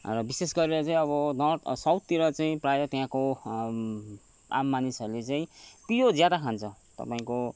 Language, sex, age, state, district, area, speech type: Nepali, male, 30-45, West Bengal, Kalimpong, rural, spontaneous